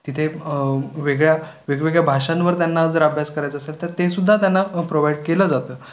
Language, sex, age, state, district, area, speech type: Marathi, male, 18-30, Maharashtra, Raigad, rural, spontaneous